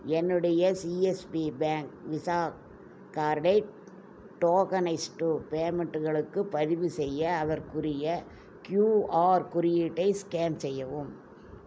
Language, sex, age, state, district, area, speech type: Tamil, female, 60+, Tamil Nadu, Coimbatore, urban, read